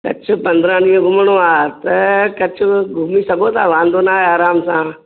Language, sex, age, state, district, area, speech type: Sindhi, male, 60+, Gujarat, Kutch, rural, conversation